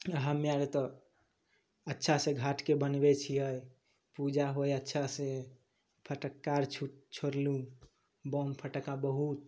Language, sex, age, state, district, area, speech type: Maithili, male, 18-30, Bihar, Samastipur, urban, spontaneous